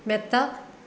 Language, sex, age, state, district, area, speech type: Malayalam, female, 45-60, Kerala, Alappuzha, rural, read